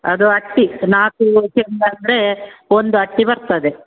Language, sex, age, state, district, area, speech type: Kannada, female, 60+, Karnataka, Udupi, rural, conversation